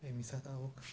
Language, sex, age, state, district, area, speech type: Kashmiri, male, 18-30, Jammu and Kashmir, Kulgam, rural, spontaneous